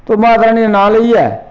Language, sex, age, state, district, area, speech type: Dogri, male, 45-60, Jammu and Kashmir, Reasi, rural, spontaneous